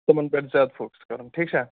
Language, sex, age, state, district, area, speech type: Kashmiri, male, 30-45, Jammu and Kashmir, Baramulla, urban, conversation